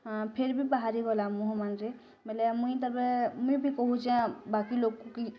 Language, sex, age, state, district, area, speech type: Odia, female, 18-30, Odisha, Bargarh, rural, spontaneous